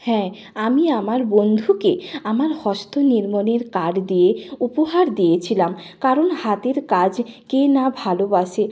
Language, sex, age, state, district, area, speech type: Bengali, female, 45-60, West Bengal, Nadia, rural, spontaneous